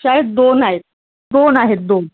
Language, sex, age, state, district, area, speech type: Marathi, female, 30-45, Maharashtra, Nagpur, urban, conversation